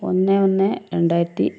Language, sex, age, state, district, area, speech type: Malayalam, female, 45-60, Kerala, Wayanad, rural, spontaneous